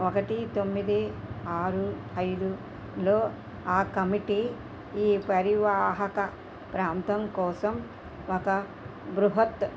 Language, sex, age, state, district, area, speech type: Telugu, female, 60+, Andhra Pradesh, Krishna, rural, read